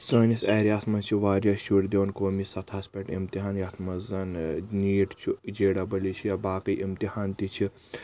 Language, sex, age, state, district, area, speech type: Kashmiri, male, 18-30, Jammu and Kashmir, Kulgam, urban, spontaneous